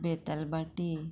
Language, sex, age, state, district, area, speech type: Goan Konkani, female, 45-60, Goa, Murmgao, urban, spontaneous